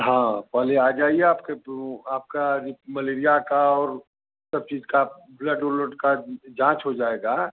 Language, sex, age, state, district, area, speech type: Hindi, male, 60+, Uttar Pradesh, Chandauli, urban, conversation